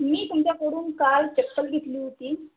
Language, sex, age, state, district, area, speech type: Marathi, female, 18-30, Maharashtra, Amravati, urban, conversation